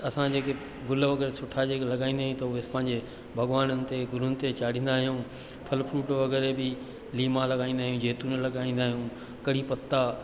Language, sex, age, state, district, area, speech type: Sindhi, male, 60+, Madhya Pradesh, Katni, urban, spontaneous